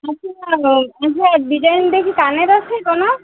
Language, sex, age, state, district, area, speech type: Bengali, female, 30-45, West Bengal, Uttar Dinajpur, urban, conversation